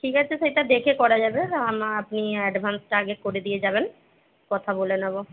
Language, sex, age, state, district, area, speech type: Bengali, female, 45-60, West Bengal, Jhargram, rural, conversation